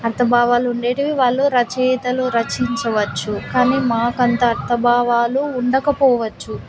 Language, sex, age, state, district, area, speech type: Telugu, female, 18-30, Andhra Pradesh, Nandyal, rural, spontaneous